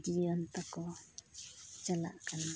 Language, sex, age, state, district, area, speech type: Santali, female, 30-45, Jharkhand, Seraikela Kharsawan, rural, spontaneous